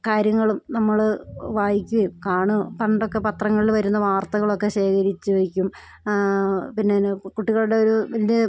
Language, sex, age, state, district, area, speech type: Malayalam, female, 30-45, Kerala, Idukki, rural, spontaneous